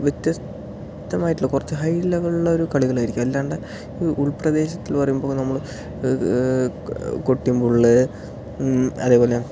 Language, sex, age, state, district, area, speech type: Malayalam, male, 18-30, Kerala, Palakkad, rural, spontaneous